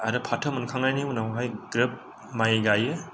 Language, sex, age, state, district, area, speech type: Bodo, male, 45-60, Assam, Kokrajhar, rural, spontaneous